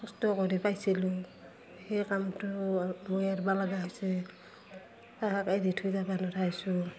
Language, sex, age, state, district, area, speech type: Assamese, female, 45-60, Assam, Barpeta, rural, spontaneous